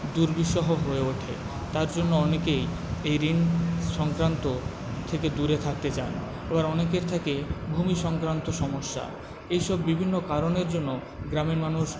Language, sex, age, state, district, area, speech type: Bengali, male, 45-60, West Bengal, Paschim Medinipur, rural, spontaneous